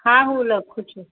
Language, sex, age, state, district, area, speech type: Gujarati, female, 45-60, Gujarat, Mehsana, rural, conversation